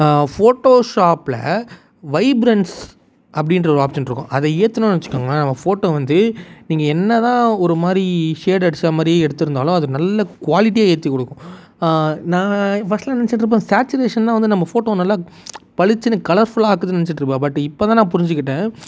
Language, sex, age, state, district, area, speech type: Tamil, male, 18-30, Tamil Nadu, Tiruvannamalai, urban, spontaneous